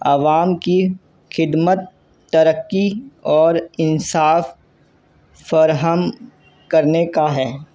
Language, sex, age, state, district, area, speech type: Urdu, male, 18-30, Delhi, North East Delhi, urban, spontaneous